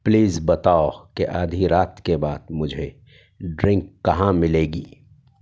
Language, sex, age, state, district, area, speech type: Urdu, male, 30-45, Telangana, Hyderabad, urban, read